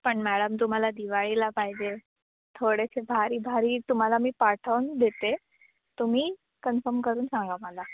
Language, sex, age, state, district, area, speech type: Marathi, female, 18-30, Maharashtra, Mumbai Suburban, urban, conversation